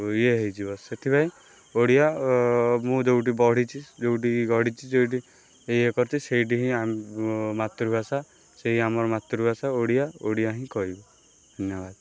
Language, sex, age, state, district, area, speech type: Odia, male, 18-30, Odisha, Kendrapara, urban, spontaneous